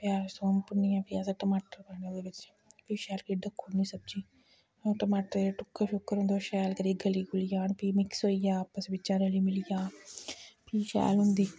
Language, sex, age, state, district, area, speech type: Dogri, female, 60+, Jammu and Kashmir, Reasi, rural, spontaneous